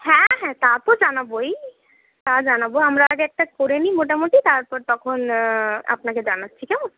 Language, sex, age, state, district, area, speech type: Bengali, female, 18-30, West Bengal, Purulia, urban, conversation